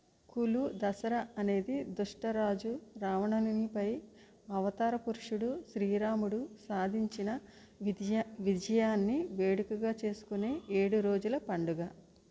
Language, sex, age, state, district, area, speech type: Telugu, female, 60+, Andhra Pradesh, West Godavari, rural, read